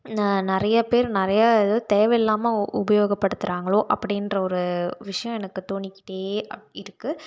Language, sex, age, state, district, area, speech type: Tamil, female, 18-30, Tamil Nadu, Salem, urban, spontaneous